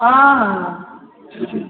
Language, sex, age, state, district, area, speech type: Maithili, female, 45-60, Bihar, Supaul, urban, conversation